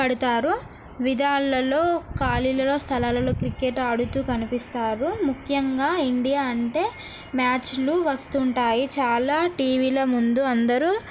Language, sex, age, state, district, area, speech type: Telugu, female, 18-30, Telangana, Narayanpet, urban, spontaneous